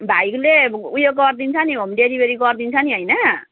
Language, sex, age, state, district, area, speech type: Nepali, female, 45-60, West Bengal, Jalpaiguri, urban, conversation